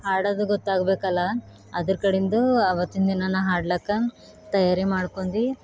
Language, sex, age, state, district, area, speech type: Kannada, female, 18-30, Karnataka, Bidar, rural, spontaneous